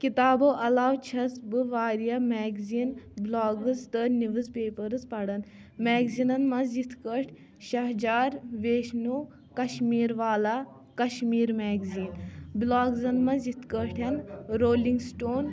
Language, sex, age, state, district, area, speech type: Kashmiri, female, 18-30, Jammu and Kashmir, Kulgam, rural, spontaneous